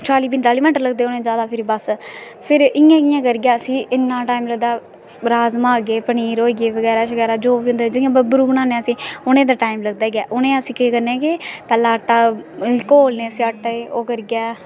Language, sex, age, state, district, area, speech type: Dogri, female, 18-30, Jammu and Kashmir, Kathua, rural, spontaneous